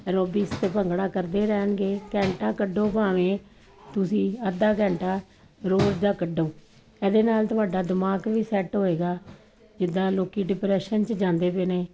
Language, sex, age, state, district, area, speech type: Punjabi, female, 45-60, Punjab, Kapurthala, urban, spontaneous